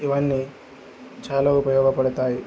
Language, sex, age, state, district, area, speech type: Telugu, male, 18-30, Andhra Pradesh, Kurnool, rural, spontaneous